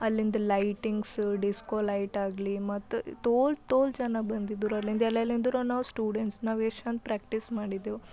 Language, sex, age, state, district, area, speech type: Kannada, female, 18-30, Karnataka, Bidar, urban, spontaneous